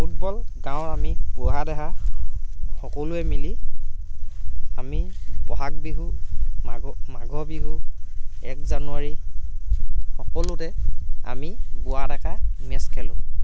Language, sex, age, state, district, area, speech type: Assamese, male, 45-60, Assam, Dhemaji, rural, spontaneous